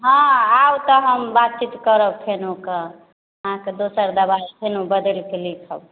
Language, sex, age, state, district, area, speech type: Maithili, female, 30-45, Bihar, Samastipur, rural, conversation